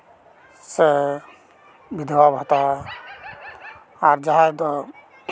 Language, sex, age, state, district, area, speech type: Santali, male, 30-45, West Bengal, Paschim Bardhaman, rural, spontaneous